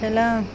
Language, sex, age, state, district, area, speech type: Malayalam, female, 45-60, Kerala, Idukki, rural, spontaneous